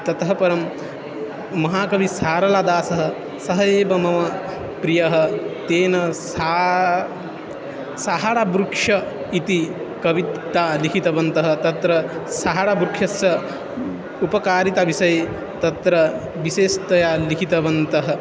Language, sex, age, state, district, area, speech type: Sanskrit, male, 18-30, Odisha, Balangir, rural, spontaneous